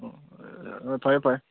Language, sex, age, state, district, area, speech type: Manipuri, male, 18-30, Manipur, Churachandpur, rural, conversation